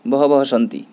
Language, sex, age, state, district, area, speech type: Sanskrit, male, 18-30, West Bengal, Paschim Medinipur, rural, spontaneous